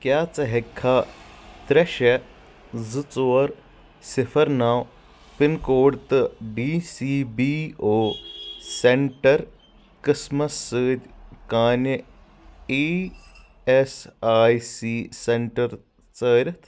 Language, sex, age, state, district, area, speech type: Kashmiri, male, 18-30, Jammu and Kashmir, Budgam, urban, read